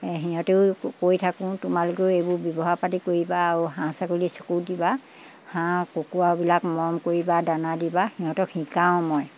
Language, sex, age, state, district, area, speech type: Assamese, female, 60+, Assam, Dibrugarh, rural, spontaneous